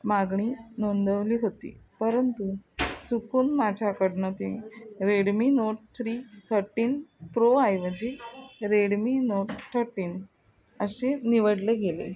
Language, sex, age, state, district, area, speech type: Marathi, female, 45-60, Maharashtra, Thane, rural, spontaneous